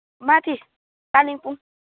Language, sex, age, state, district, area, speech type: Nepali, male, 18-30, West Bengal, Kalimpong, rural, conversation